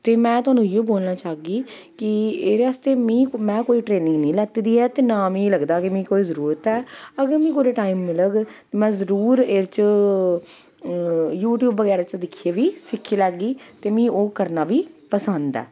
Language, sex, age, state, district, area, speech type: Dogri, female, 30-45, Jammu and Kashmir, Jammu, urban, spontaneous